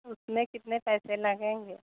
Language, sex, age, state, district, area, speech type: Hindi, female, 30-45, Uttar Pradesh, Jaunpur, rural, conversation